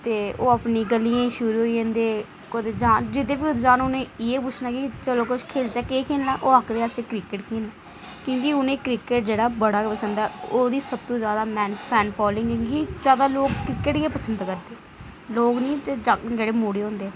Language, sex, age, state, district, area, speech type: Dogri, female, 18-30, Jammu and Kashmir, Reasi, rural, spontaneous